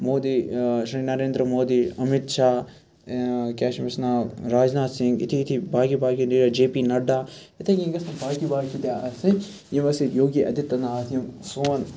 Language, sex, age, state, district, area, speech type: Kashmiri, male, 30-45, Jammu and Kashmir, Srinagar, urban, spontaneous